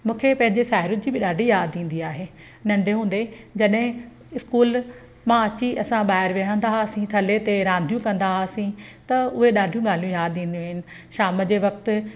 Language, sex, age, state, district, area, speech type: Sindhi, female, 45-60, Maharashtra, Pune, urban, spontaneous